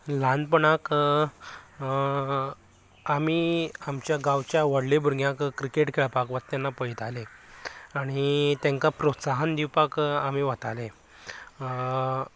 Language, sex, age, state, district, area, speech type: Goan Konkani, male, 18-30, Goa, Canacona, rural, spontaneous